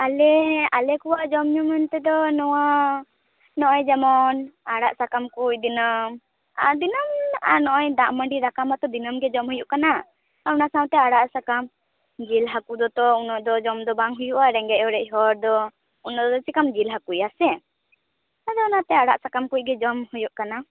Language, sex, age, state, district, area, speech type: Santali, female, 18-30, West Bengal, Purba Bardhaman, rural, conversation